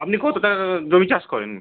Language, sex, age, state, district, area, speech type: Bengali, male, 18-30, West Bengal, Birbhum, urban, conversation